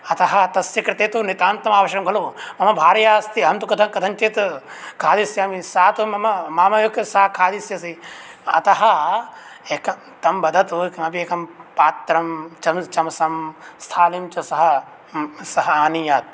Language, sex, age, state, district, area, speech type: Sanskrit, male, 18-30, Bihar, Begusarai, rural, spontaneous